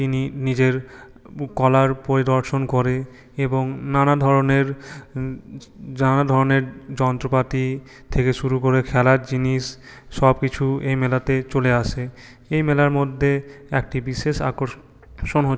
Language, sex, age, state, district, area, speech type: Bengali, male, 18-30, West Bengal, Purulia, urban, spontaneous